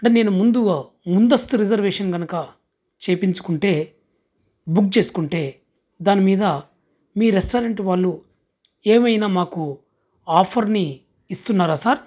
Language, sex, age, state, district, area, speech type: Telugu, male, 30-45, Andhra Pradesh, Krishna, urban, spontaneous